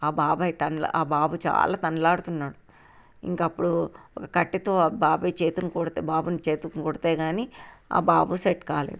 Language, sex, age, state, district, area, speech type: Telugu, female, 30-45, Telangana, Hyderabad, urban, spontaneous